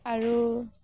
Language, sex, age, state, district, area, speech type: Assamese, female, 18-30, Assam, Morigaon, rural, spontaneous